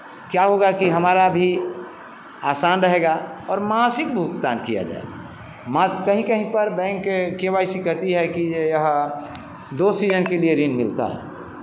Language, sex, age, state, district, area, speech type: Hindi, male, 45-60, Bihar, Vaishali, urban, spontaneous